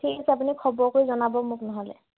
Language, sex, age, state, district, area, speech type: Assamese, female, 18-30, Assam, Majuli, urban, conversation